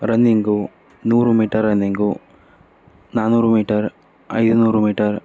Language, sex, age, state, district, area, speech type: Kannada, male, 18-30, Karnataka, Davanagere, urban, spontaneous